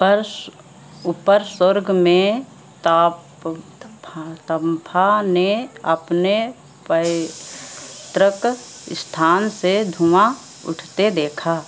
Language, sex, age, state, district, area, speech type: Hindi, female, 60+, Uttar Pradesh, Sitapur, rural, read